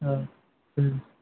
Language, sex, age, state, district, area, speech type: Assamese, male, 18-30, Assam, Majuli, urban, conversation